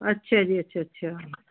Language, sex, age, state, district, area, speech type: Punjabi, female, 45-60, Punjab, Muktsar, urban, conversation